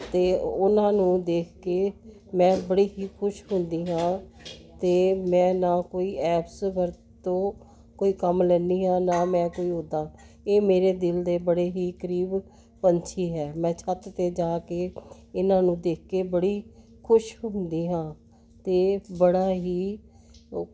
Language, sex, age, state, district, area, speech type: Punjabi, female, 60+, Punjab, Jalandhar, urban, spontaneous